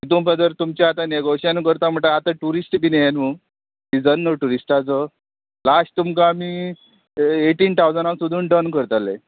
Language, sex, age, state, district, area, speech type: Goan Konkani, male, 45-60, Goa, Murmgao, rural, conversation